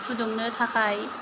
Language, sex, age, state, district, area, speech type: Bodo, female, 30-45, Assam, Kokrajhar, rural, spontaneous